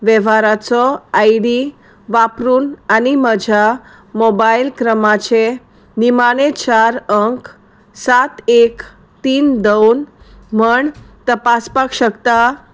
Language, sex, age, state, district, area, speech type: Goan Konkani, female, 30-45, Goa, Salcete, rural, read